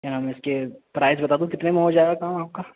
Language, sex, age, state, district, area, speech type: Urdu, male, 18-30, Delhi, East Delhi, rural, conversation